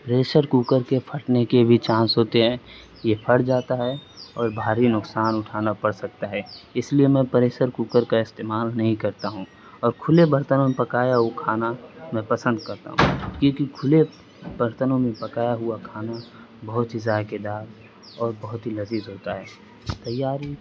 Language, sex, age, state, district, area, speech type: Urdu, male, 18-30, Uttar Pradesh, Azamgarh, rural, spontaneous